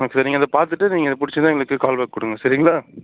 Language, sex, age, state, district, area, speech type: Tamil, male, 45-60, Tamil Nadu, Sivaganga, urban, conversation